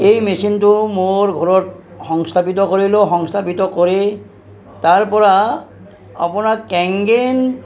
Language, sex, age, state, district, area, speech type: Assamese, male, 45-60, Assam, Nalbari, rural, spontaneous